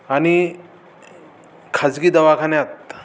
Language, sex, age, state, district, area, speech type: Marathi, male, 45-60, Maharashtra, Amravati, rural, spontaneous